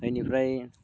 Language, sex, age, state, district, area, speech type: Bodo, male, 18-30, Assam, Udalguri, rural, spontaneous